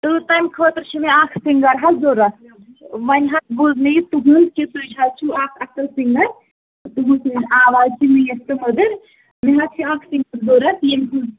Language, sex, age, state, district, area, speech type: Kashmiri, female, 18-30, Jammu and Kashmir, Pulwama, urban, conversation